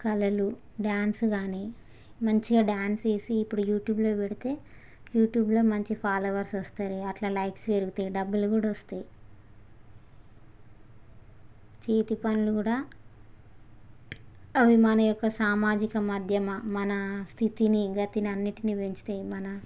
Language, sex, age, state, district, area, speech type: Telugu, female, 30-45, Telangana, Hanamkonda, rural, spontaneous